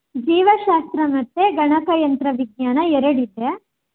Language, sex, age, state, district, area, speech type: Kannada, female, 18-30, Karnataka, Shimoga, rural, conversation